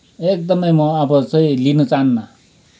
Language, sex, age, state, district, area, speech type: Nepali, male, 45-60, West Bengal, Kalimpong, rural, spontaneous